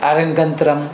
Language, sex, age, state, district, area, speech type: Gujarati, male, 60+, Gujarat, Valsad, urban, spontaneous